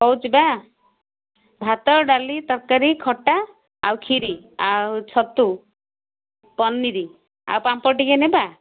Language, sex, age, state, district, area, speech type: Odia, female, 45-60, Odisha, Gajapati, rural, conversation